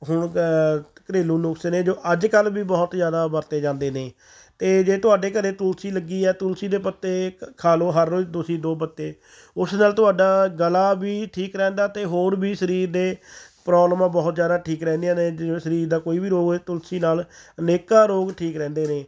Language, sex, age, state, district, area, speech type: Punjabi, male, 30-45, Punjab, Fatehgarh Sahib, rural, spontaneous